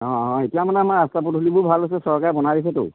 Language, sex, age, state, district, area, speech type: Assamese, male, 60+, Assam, Golaghat, urban, conversation